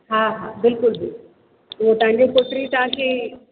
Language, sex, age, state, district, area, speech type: Sindhi, female, 30-45, Rajasthan, Ajmer, urban, conversation